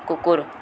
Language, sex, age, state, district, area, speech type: Assamese, male, 18-30, Assam, Kamrup Metropolitan, urban, read